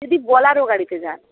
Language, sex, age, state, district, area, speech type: Bengali, female, 60+, West Bengal, Jhargram, rural, conversation